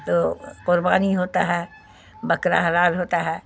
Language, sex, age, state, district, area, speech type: Urdu, female, 60+, Bihar, Khagaria, rural, spontaneous